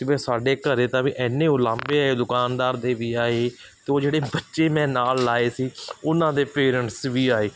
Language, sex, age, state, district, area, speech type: Punjabi, male, 30-45, Punjab, Barnala, rural, spontaneous